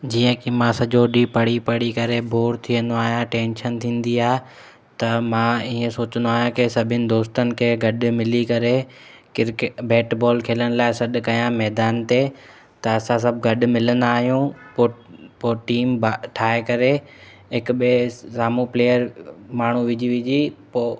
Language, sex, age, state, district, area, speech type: Sindhi, male, 18-30, Gujarat, Kutch, rural, spontaneous